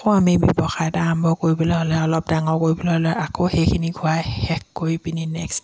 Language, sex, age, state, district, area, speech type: Assamese, female, 45-60, Assam, Dibrugarh, rural, spontaneous